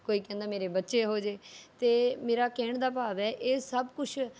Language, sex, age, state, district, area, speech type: Punjabi, female, 30-45, Punjab, Rupnagar, rural, spontaneous